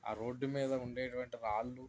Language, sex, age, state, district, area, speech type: Telugu, male, 60+, Andhra Pradesh, East Godavari, urban, spontaneous